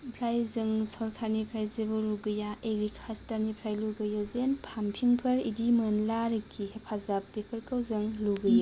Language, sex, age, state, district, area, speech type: Bodo, female, 30-45, Assam, Chirang, rural, spontaneous